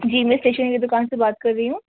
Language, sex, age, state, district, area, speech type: Urdu, female, 18-30, Delhi, North West Delhi, urban, conversation